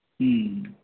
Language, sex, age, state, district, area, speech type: Bengali, male, 18-30, West Bengal, Purulia, urban, conversation